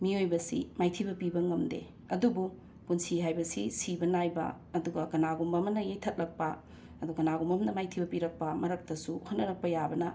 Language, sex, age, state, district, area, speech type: Manipuri, female, 60+, Manipur, Imphal East, urban, spontaneous